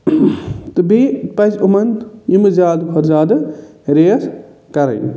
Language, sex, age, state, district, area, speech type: Kashmiri, male, 45-60, Jammu and Kashmir, Budgam, urban, spontaneous